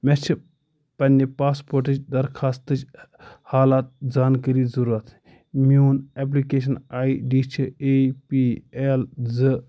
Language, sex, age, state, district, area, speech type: Kashmiri, male, 18-30, Jammu and Kashmir, Ganderbal, rural, read